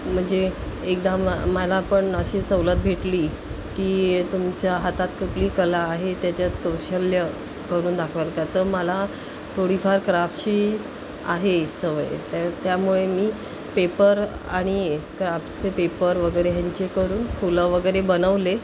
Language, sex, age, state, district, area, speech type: Marathi, female, 45-60, Maharashtra, Mumbai Suburban, urban, spontaneous